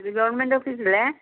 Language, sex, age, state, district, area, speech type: Malayalam, male, 18-30, Kerala, Wayanad, rural, conversation